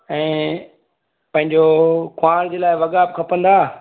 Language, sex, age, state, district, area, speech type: Sindhi, male, 45-60, Gujarat, Junagadh, rural, conversation